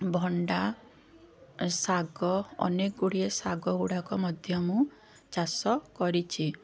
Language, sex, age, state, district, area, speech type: Odia, female, 30-45, Odisha, Puri, urban, spontaneous